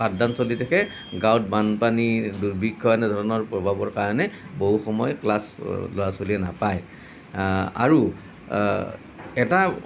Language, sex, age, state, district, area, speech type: Assamese, male, 45-60, Assam, Nalbari, rural, spontaneous